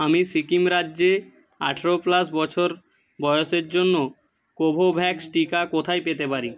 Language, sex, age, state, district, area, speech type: Bengali, male, 30-45, West Bengal, Jhargram, rural, read